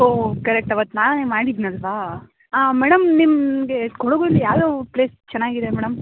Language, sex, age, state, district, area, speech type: Kannada, female, 18-30, Karnataka, Kodagu, rural, conversation